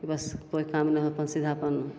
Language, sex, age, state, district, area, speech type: Maithili, female, 60+, Bihar, Begusarai, rural, spontaneous